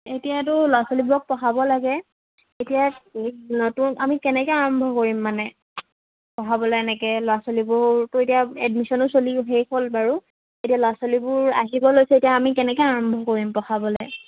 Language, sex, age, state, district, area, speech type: Assamese, female, 18-30, Assam, Sivasagar, rural, conversation